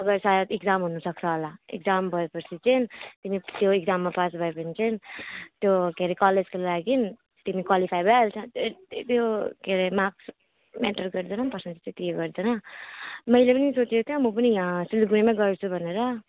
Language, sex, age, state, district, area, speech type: Nepali, female, 30-45, West Bengal, Alipurduar, urban, conversation